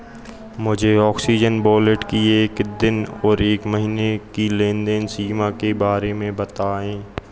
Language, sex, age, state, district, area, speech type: Hindi, male, 18-30, Madhya Pradesh, Hoshangabad, rural, read